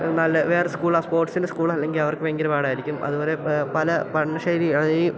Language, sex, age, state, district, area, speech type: Malayalam, male, 18-30, Kerala, Idukki, rural, spontaneous